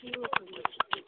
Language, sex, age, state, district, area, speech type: Hindi, female, 45-60, Bihar, Madhepura, rural, conversation